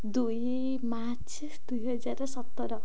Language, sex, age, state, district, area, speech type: Odia, female, 18-30, Odisha, Ganjam, urban, spontaneous